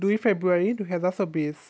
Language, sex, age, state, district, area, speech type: Assamese, male, 18-30, Assam, Jorhat, urban, spontaneous